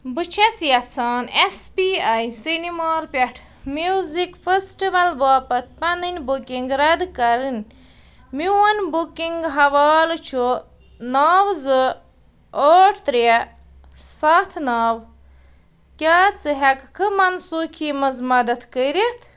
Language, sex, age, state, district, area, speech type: Kashmiri, female, 30-45, Jammu and Kashmir, Ganderbal, rural, read